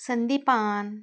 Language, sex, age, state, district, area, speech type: Marathi, female, 60+, Maharashtra, Osmanabad, rural, spontaneous